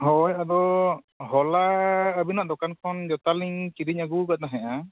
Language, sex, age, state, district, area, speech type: Santali, male, 45-60, Odisha, Mayurbhanj, rural, conversation